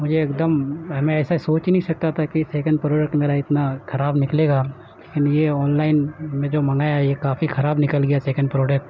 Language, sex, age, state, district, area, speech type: Urdu, male, 30-45, Uttar Pradesh, Gautam Buddha Nagar, urban, spontaneous